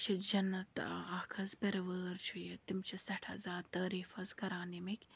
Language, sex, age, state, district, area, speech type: Kashmiri, female, 18-30, Jammu and Kashmir, Bandipora, urban, spontaneous